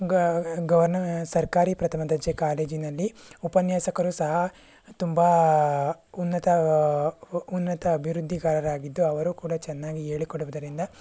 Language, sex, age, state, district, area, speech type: Kannada, male, 18-30, Karnataka, Tumkur, rural, spontaneous